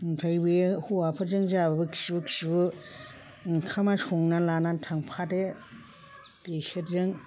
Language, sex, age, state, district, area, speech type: Bodo, female, 60+, Assam, Chirang, rural, spontaneous